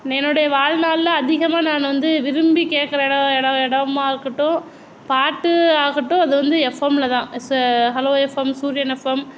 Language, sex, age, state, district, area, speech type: Tamil, female, 60+, Tamil Nadu, Tiruvarur, urban, spontaneous